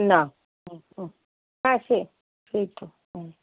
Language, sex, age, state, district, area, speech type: Bengali, female, 60+, West Bengal, Paschim Bardhaman, urban, conversation